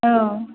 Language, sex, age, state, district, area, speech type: Bodo, female, 18-30, Assam, Chirang, rural, conversation